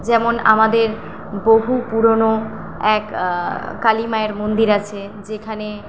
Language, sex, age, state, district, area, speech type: Bengali, female, 18-30, West Bengal, Paschim Medinipur, rural, spontaneous